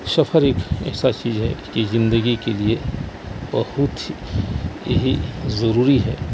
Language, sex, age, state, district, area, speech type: Urdu, male, 45-60, Bihar, Saharsa, rural, spontaneous